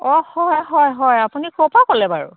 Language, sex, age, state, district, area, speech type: Assamese, female, 45-60, Assam, Golaghat, urban, conversation